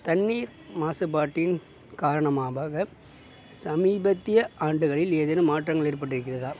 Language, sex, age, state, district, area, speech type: Tamil, male, 60+, Tamil Nadu, Sivaganga, urban, spontaneous